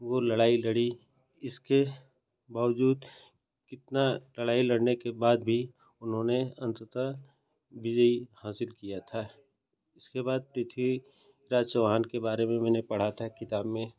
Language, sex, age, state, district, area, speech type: Hindi, male, 30-45, Uttar Pradesh, Ghazipur, rural, spontaneous